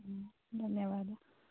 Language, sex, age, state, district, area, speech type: Kannada, female, 18-30, Karnataka, Shimoga, rural, conversation